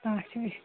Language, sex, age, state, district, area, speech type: Kashmiri, female, 18-30, Jammu and Kashmir, Pulwama, urban, conversation